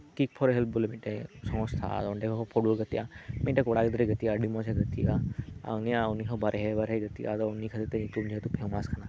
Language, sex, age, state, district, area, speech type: Santali, male, 18-30, West Bengal, Birbhum, rural, spontaneous